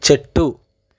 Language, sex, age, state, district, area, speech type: Telugu, male, 30-45, Andhra Pradesh, Eluru, rural, read